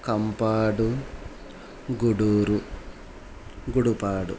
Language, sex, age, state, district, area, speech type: Telugu, male, 30-45, Andhra Pradesh, Kurnool, rural, spontaneous